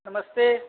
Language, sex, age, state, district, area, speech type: Hindi, male, 45-60, Uttar Pradesh, Ayodhya, rural, conversation